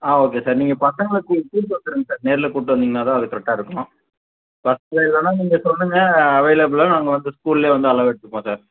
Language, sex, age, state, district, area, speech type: Tamil, male, 18-30, Tamil Nadu, Dharmapuri, rural, conversation